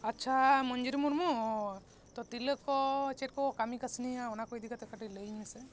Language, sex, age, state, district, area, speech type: Santali, female, 18-30, West Bengal, Paschim Bardhaman, urban, spontaneous